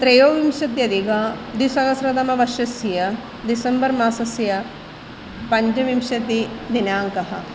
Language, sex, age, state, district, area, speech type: Sanskrit, female, 45-60, Kerala, Kollam, rural, spontaneous